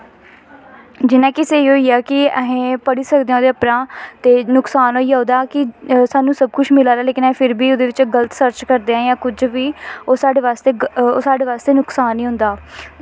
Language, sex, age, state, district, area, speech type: Dogri, female, 18-30, Jammu and Kashmir, Samba, rural, spontaneous